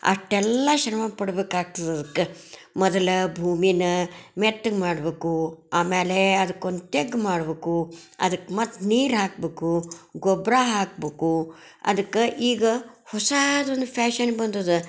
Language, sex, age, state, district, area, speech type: Kannada, female, 60+, Karnataka, Gadag, rural, spontaneous